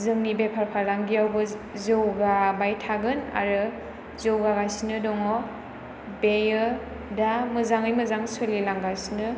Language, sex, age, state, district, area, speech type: Bodo, female, 18-30, Assam, Chirang, urban, spontaneous